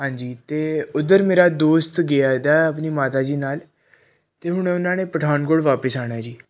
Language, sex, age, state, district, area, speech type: Punjabi, male, 18-30, Punjab, Pathankot, urban, spontaneous